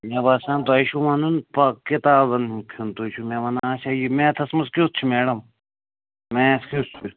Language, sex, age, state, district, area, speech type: Kashmiri, male, 45-60, Jammu and Kashmir, Srinagar, urban, conversation